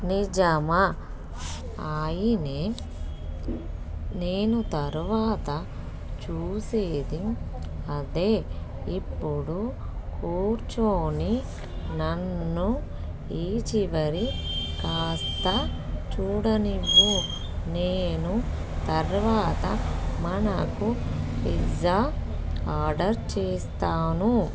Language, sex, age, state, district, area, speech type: Telugu, female, 30-45, Telangana, Peddapalli, rural, read